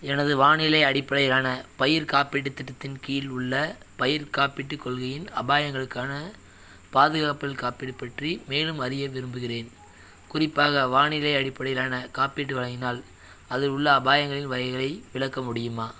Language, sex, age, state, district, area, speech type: Tamil, male, 18-30, Tamil Nadu, Madurai, rural, read